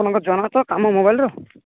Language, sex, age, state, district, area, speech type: Odia, male, 18-30, Odisha, Malkangiri, urban, conversation